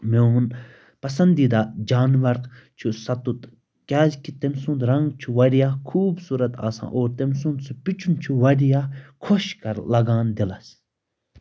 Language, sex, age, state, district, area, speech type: Kashmiri, male, 18-30, Jammu and Kashmir, Baramulla, rural, spontaneous